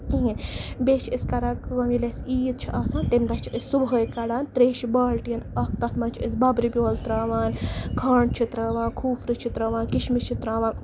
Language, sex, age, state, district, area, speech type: Kashmiri, female, 18-30, Jammu and Kashmir, Ganderbal, rural, spontaneous